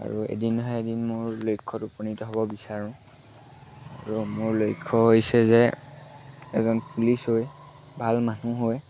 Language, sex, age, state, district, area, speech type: Assamese, male, 18-30, Assam, Lakhimpur, rural, spontaneous